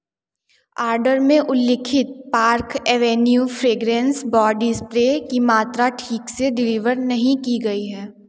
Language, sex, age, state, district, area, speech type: Hindi, female, 18-30, Uttar Pradesh, Varanasi, urban, read